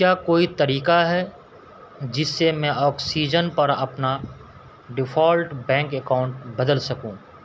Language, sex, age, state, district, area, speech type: Urdu, male, 18-30, Bihar, Purnia, rural, read